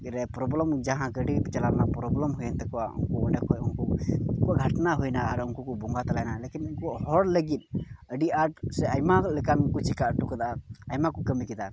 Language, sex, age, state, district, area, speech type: Santali, male, 18-30, Jharkhand, Pakur, rural, spontaneous